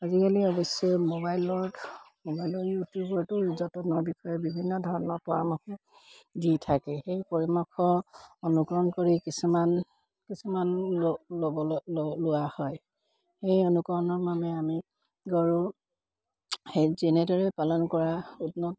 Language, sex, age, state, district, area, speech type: Assamese, female, 45-60, Assam, Dibrugarh, rural, spontaneous